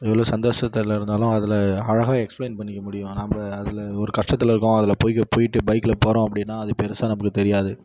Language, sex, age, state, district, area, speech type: Tamil, male, 18-30, Tamil Nadu, Kallakurichi, rural, spontaneous